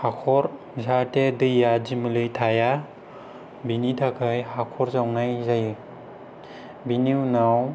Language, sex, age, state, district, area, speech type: Bodo, male, 18-30, Assam, Kokrajhar, rural, spontaneous